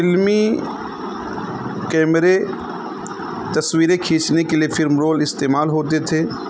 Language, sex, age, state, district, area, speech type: Urdu, male, 30-45, Uttar Pradesh, Balrampur, rural, spontaneous